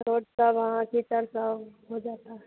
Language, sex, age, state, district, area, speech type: Hindi, female, 30-45, Bihar, Madhepura, rural, conversation